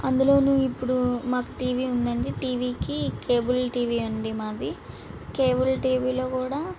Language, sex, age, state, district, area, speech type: Telugu, female, 18-30, Andhra Pradesh, Guntur, urban, spontaneous